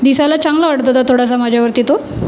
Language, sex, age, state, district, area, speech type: Marathi, female, 30-45, Maharashtra, Nagpur, urban, spontaneous